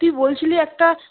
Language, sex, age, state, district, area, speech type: Bengali, female, 30-45, West Bengal, Purulia, urban, conversation